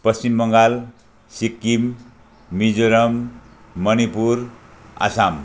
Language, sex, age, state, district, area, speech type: Nepali, male, 60+, West Bengal, Jalpaiguri, rural, spontaneous